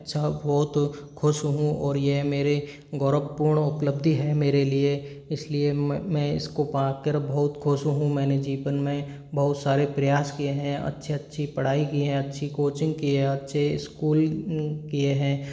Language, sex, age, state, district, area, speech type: Hindi, male, 45-60, Rajasthan, Karauli, rural, spontaneous